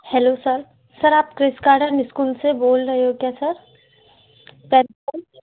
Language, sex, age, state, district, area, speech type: Hindi, female, 18-30, Madhya Pradesh, Gwalior, urban, conversation